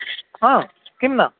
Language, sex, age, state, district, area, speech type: Sanskrit, male, 60+, Telangana, Hyderabad, urban, conversation